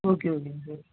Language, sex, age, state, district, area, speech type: Tamil, male, 18-30, Tamil Nadu, Namakkal, rural, conversation